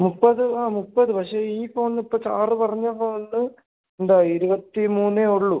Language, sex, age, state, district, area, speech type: Malayalam, male, 18-30, Kerala, Idukki, rural, conversation